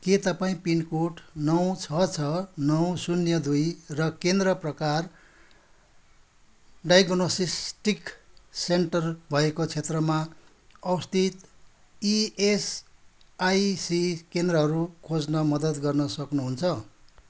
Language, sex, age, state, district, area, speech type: Nepali, male, 60+, West Bengal, Kalimpong, rural, read